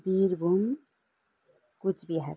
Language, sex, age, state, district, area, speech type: Nepali, female, 30-45, West Bengal, Kalimpong, rural, spontaneous